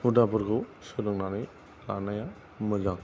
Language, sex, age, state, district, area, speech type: Bodo, male, 45-60, Assam, Kokrajhar, rural, spontaneous